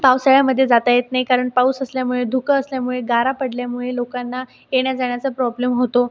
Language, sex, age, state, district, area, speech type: Marathi, female, 30-45, Maharashtra, Buldhana, rural, spontaneous